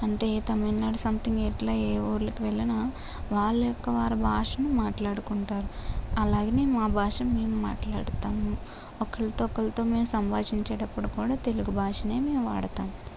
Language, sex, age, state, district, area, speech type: Telugu, female, 45-60, Andhra Pradesh, Kakinada, rural, spontaneous